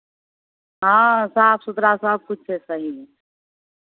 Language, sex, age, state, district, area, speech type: Maithili, female, 60+, Bihar, Madhepura, rural, conversation